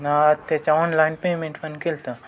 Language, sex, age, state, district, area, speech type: Marathi, male, 18-30, Maharashtra, Satara, urban, spontaneous